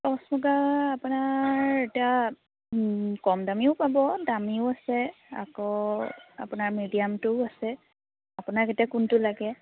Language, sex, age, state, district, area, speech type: Assamese, female, 30-45, Assam, Biswanath, rural, conversation